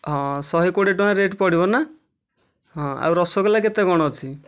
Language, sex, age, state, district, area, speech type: Odia, male, 18-30, Odisha, Nayagarh, rural, spontaneous